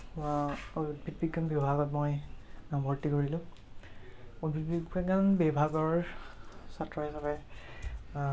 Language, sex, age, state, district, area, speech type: Assamese, male, 18-30, Assam, Kamrup Metropolitan, rural, spontaneous